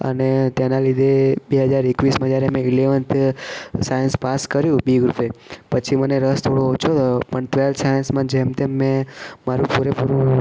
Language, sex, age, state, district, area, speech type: Gujarati, male, 18-30, Gujarat, Ahmedabad, urban, spontaneous